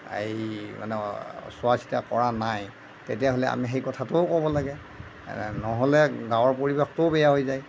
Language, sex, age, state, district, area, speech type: Assamese, male, 60+, Assam, Darrang, rural, spontaneous